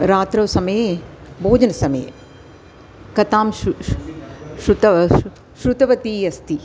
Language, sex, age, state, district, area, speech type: Sanskrit, female, 60+, Tamil Nadu, Thanjavur, urban, spontaneous